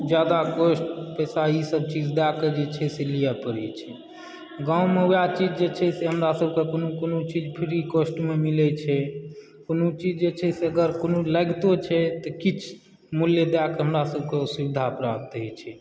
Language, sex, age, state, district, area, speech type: Maithili, male, 18-30, Bihar, Supaul, rural, spontaneous